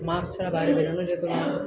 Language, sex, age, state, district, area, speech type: Bengali, male, 18-30, West Bengal, South 24 Parganas, urban, spontaneous